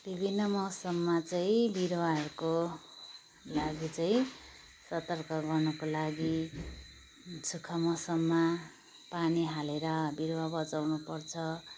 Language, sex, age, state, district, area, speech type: Nepali, female, 30-45, West Bengal, Darjeeling, rural, spontaneous